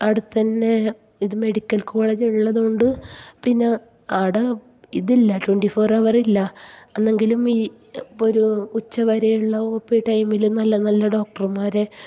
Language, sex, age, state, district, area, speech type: Malayalam, female, 45-60, Kerala, Kasaragod, urban, spontaneous